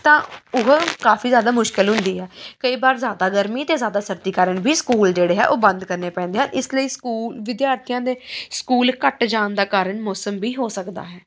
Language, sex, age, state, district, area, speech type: Punjabi, female, 18-30, Punjab, Pathankot, rural, spontaneous